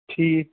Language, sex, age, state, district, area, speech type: Kashmiri, male, 18-30, Jammu and Kashmir, Ganderbal, rural, conversation